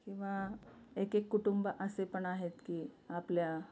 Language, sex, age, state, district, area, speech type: Marathi, female, 45-60, Maharashtra, Osmanabad, rural, spontaneous